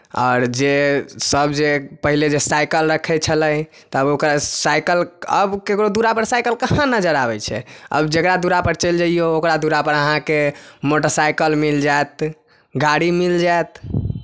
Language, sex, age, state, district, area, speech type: Maithili, male, 18-30, Bihar, Samastipur, rural, spontaneous